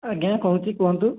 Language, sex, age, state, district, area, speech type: Odia, male, 30-45, Odisha, Puri, urban, conversation